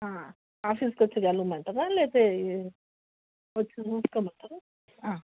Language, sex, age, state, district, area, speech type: Telugu, female, 60+, Telangana, Hyderabad, urban, conversation